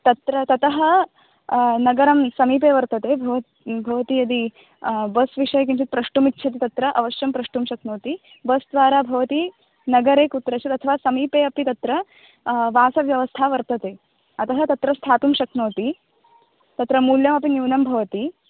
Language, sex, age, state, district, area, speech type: Sanskrit, female, 18-30, Maharashtra, Thane, urban, conversation